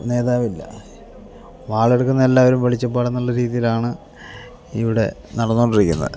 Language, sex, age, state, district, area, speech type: Malayalam, male, 45-60, Kerala, Idukki, rural, spontaneous